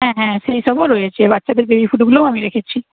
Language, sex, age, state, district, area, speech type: Bengali, female, 60+, West Bengal, Purba Medinipur, rural, conversation